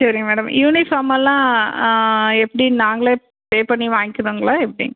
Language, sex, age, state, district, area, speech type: Tamil, female, 30-45, Tamil Nadu, Erode, rural, conversation